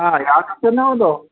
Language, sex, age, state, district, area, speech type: Sindhi, male, 45-60, Gujarat, Kutch, urban, conversation